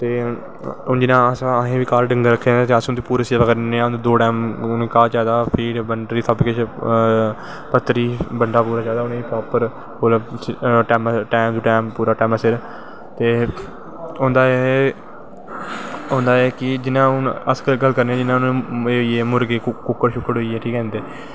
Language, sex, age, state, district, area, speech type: Dogri, male, 18-30, Jammu and Kashmir, Jammu, rural, spontaneous